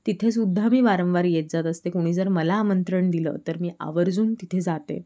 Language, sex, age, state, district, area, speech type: Marathi, female, 18-30, Maharashtra, Sindhudurg, rural, spontaneous